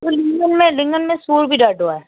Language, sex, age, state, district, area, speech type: Sindhi, female, 30-45, Rajasthan, Ajmer, urban, conversation